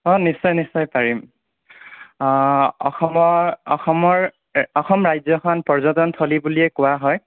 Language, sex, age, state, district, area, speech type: Assamese, male, 45-60, Assam, Nagaon, rural, conversation